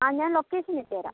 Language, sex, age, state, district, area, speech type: Malayalam, other, 18-30, Kerala, Kozhikode, urban, conversation